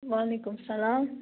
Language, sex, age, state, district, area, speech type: Kashmiri, female, 18-30, Jammu and Kashmir, Budgam, rural, conversation